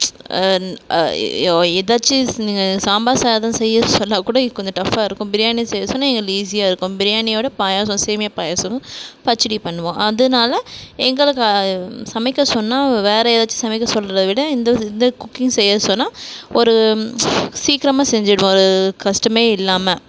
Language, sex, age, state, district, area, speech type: Tamil, female, 45-60, Tamil Nadu, Krishnagiri, rural, spontaneous